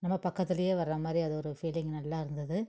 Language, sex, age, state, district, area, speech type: Tamil, female, 45-60, Tamil Nadu, Tiruppur, urban, spontaneous